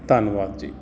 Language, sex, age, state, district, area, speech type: Punjabi, male, 45-60, Punjab, Jalandhar, urban, spontaneous